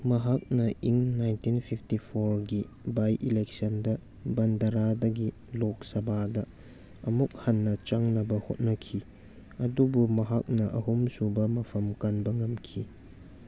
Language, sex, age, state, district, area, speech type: Manipuri, male, 18-30, Manipur, Churachandpur, rural, read